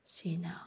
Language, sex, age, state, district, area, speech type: Manipuri, female, 30-45, Manipur, Senapati, rural, spontaneous